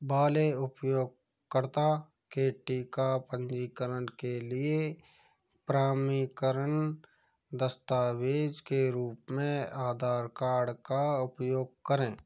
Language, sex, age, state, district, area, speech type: Hindi, male, 60+, Rajasthan, Karauli, rural, read